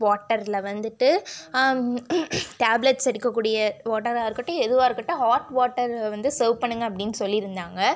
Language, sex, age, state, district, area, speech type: Tamil, female, 18-30, Tamil Nadu, Sivaganga, rural, spontaneous